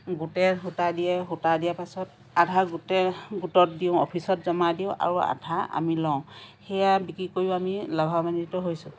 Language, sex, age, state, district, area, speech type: Assamese, female, 45-60, Assam, Lakhimpur, rural, spontaneous